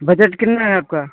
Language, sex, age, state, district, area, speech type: Hindi, male, 45-60, Uttar Pradesh, Prayagraj, rural, conversation